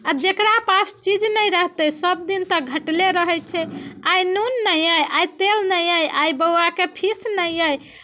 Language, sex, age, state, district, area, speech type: Maithili, female, 45-60, Bihar, Muzaffarpur, urban, spontaneous